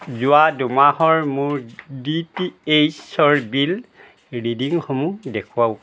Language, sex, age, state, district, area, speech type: Assamese, male, 60+, Assam, Dhemaji, rural, read